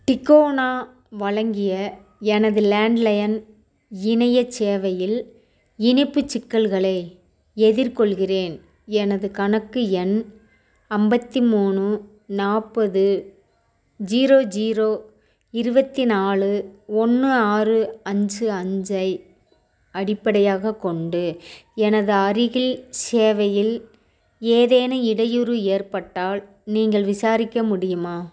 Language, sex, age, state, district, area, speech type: Tamil, female, 60+, Tamil Nadu, Theni, rural, read